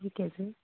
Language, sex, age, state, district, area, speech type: Punjabi, female, 30-45, Punjab, Patiala, urban, conversation